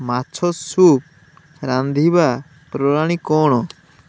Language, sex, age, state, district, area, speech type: Odia, male, 18-30, Odisha, Balasore, rural, read